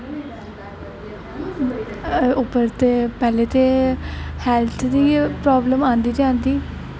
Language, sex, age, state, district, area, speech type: Dogri, female, 18-30, Jammu and Kashmir, Jammu, urban, spontaneous